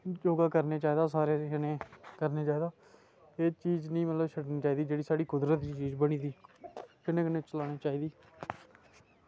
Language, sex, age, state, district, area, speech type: Dogri, male, 18-30, Jammu and Kashmir, Samba, rural, spontaneous